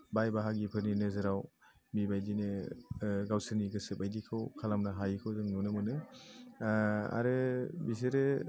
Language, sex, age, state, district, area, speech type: Bodo, male, 30-45, Assam, Chirang, rural, spontaneous